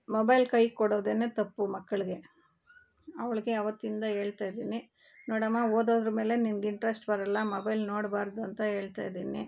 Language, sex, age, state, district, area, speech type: Kannada, female, 30-45, Karnataka, Bangalore Urban, urban, spontaneous